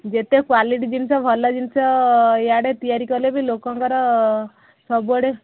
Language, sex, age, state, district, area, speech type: Odia, female, 30-45, Odisha, Sambalpur, rural, conversation